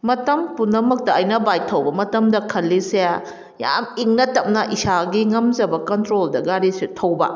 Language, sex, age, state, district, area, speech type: Manipuri, female, 30-45, Manipur, Kakching, rural, spontaneous